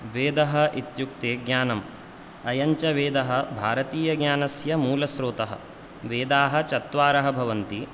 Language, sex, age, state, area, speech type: Sanskrit, male, 18-30, Chhattisgarh, rural, spontaneous